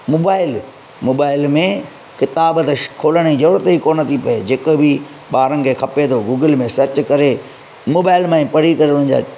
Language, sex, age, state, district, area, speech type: Sindhi, male, 30-45, Maharashtra, Thane, urban, spontaneous